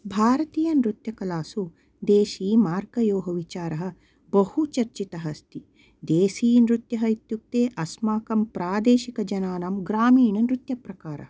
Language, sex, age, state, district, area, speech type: Sanskrit, female, 45-60, Karnataka, Mysore, urban, spontaneous